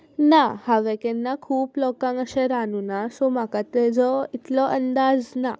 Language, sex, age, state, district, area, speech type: Goan Konkani, female, 18-30, Goa, Tiswadi, rural, spontaneous